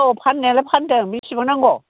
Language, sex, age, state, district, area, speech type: Bodo, female, 60+, Assam, Chirang, rural, conversation